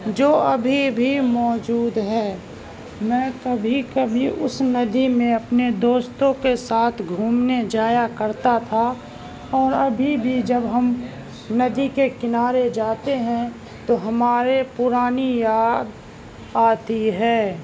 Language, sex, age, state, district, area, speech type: Urdu, male, 18-30, Uttar Pradesh, Gautam Buddha Nagar, urban, spontaneous